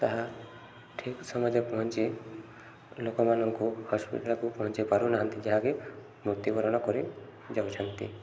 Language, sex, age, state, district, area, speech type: Odia, male, 18-30, Odisha, Subarnapur, urban, spontaneous